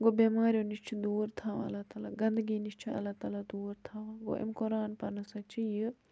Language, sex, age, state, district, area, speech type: Kashmiri, female, 18-30, Jammu and Kashmir, Budgam, rural, spontaneous